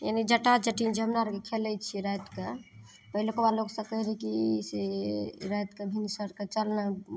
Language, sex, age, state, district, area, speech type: Maithili, female, 30-45, Bihar, Madhepura, rural, spontaneous